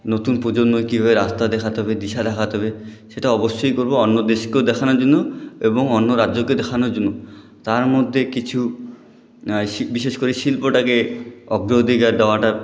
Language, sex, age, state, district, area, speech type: Bengali, male, 18-30, West Bengal, Jalpaiguri, rural, spontaneous